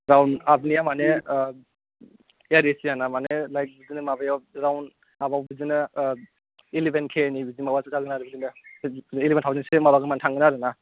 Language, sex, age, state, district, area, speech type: Bodo, male, 18-30, Assam, Kokrajhar, urban, conversation